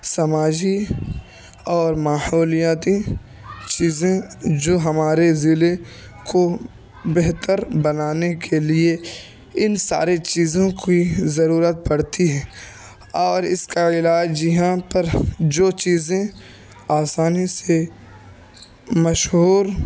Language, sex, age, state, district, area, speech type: Urdu, male, 18-30, Uttar Pradesh, Ghaziabad, rural, spontaneous